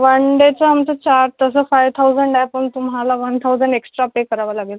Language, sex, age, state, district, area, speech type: Marathi, female, 18-30, Maharashtra, Akola, rural, conversation